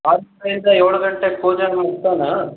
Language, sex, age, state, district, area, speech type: Kannada, male, 18-30, Karnataka, Chitradurga, urban, conversation